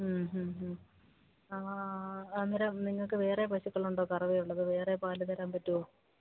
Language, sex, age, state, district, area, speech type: Malayalam, female, 45-60, Kerala, Idukki, rural, conversation